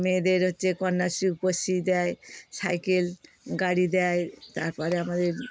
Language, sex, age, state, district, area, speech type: Bengali, female, 60+, West Bengal, Darjeeling, rural, spontaneous